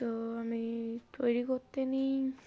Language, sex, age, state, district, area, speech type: Bengali, female, 18-30, West Bengal, Darjeeling, urban, spontaneous